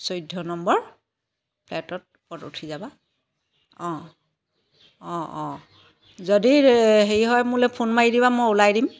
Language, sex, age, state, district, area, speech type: Assamese, female, 30-45, Assam, Charaideo, urban, spontaneous